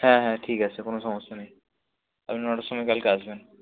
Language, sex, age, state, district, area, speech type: Bengali, male, 18-30, West Bengal, Nadia, rural, conversation